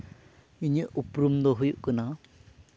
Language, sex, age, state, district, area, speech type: Santali, male, 18-30, West Bengal, Jhargram, rural, spontaneous